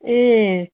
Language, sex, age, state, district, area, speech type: Nepali, female, 45-60, West Bengal, Jalpaiguri, rural, conversation